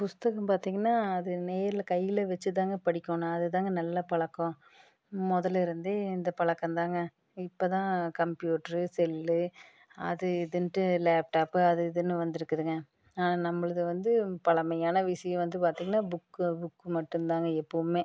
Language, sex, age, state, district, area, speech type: Tamil, female, 30-45, Tamil Nadu, Tiruppur, rural, spontaneous